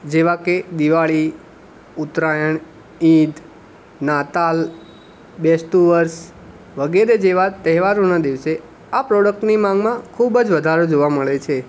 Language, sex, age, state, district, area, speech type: Gujarati, male, 18-30, Gujarat, Ahmedabad, urban, spontaneous